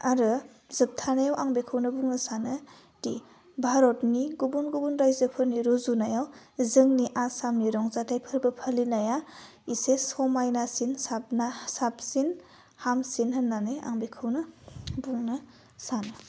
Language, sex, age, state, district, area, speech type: Bodo, female, 18-30, Assam, Udalguri, urban, spontaneous